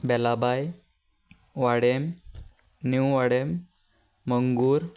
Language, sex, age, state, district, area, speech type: Goan Konkani, male, 18-30, Goa, Murmgao, urban, spontaneous